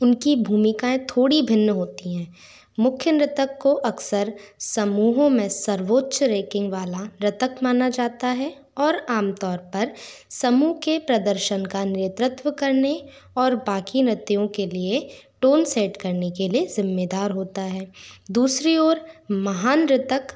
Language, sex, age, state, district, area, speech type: Hindi, female, 30-45, Madhya Pradesh, Bhopal, urban, spontaneous